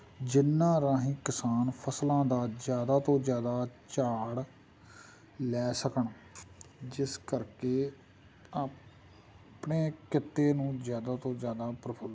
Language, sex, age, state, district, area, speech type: Punjabi, male, 45-60, Punjab, Amritsar, rural, spontaneous